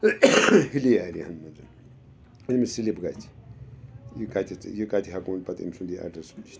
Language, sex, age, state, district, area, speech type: Kashmiri, male, 60+, Jammu and Kashmir, Srinagar, urban, spontaneous